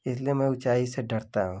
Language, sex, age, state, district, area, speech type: Hindi, male, 30-45, Uttar Pradesh, Ghazipur, urban, spontaneous